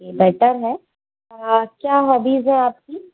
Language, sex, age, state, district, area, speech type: Hindi, female, 30-45, Madhya Pradesh, Bhopal, urban, conversation